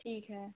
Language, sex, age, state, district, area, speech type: Hindi, female, 18-30, Uttar Pradesh, Jaunpur, rural, conversation